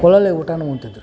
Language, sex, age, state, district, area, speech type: Kannada, male, 45-60, Karnataka, Dharwad, urban, spontaneous